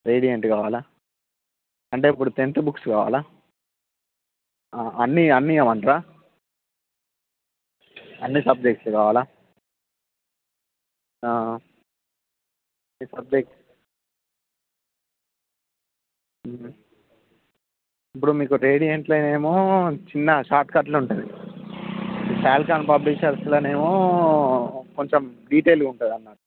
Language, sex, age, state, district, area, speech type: Telugu, male, 18-30, Telangana, Jangaon, urban, conversation